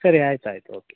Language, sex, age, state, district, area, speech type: Kannada, male, 18-30, Karnataka, Shimoga, urban, conversation